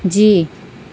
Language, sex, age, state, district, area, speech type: Urdu, female, 30-45, Bihar, Gaya, urban, spontaneous